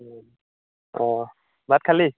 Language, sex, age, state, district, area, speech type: Assamese, male, 18-30, Assam, Sivasagar, rural, conversation